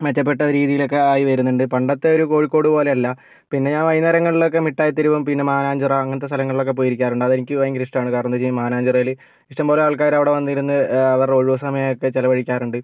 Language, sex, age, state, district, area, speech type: Malayalam, male, 45-60, Kerala, Kozhikode, urban, spontaneous